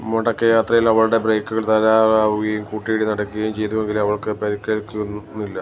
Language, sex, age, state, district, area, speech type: Malayalam, male, 45-60, Kerala, Alappuzha, rural, read